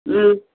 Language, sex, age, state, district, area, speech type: Manipuri, female, 30-45, Manipur, Imphal West, rural, conversation